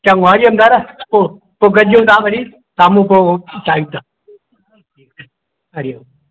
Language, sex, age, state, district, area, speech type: Sindhi, male, 60+, Madhya Pradesh, Indore, urban, conversation